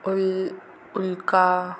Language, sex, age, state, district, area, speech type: Marathi, female, 18-30, Maharashtra, Ratnagiri, rural, spontaneous